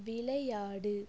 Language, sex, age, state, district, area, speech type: Tamil, female, 18-30, Tamil Nadu, Coimbatore, rural, read